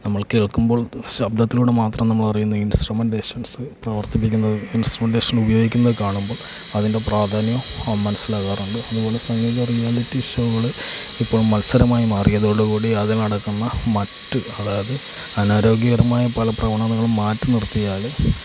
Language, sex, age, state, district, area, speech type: Malayalam, male, 45-60, Kerala, Alappuzha, rural, spontaneous